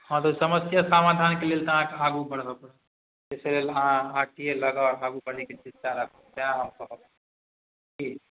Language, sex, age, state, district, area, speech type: Maithili, male, 30-45, Bihar, Madhubani, rural, conversation